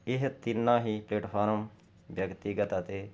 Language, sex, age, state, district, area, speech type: Punjabi, male, 45-60, Punjab, Jalandhar, urban, spontaneous